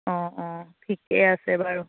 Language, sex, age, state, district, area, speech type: Assamese, female, 18-30, Assam, Lakhimpur, rural, conversation